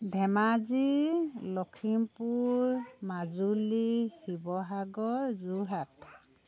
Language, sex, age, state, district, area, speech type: Assamese, female, 60+, Assam, Dhemaji, rural, spontaneous